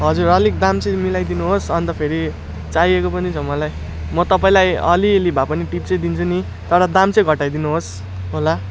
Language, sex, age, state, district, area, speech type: Nepali, male, 18-30, West Bengal, Jalpaiguri, rural, spontaneous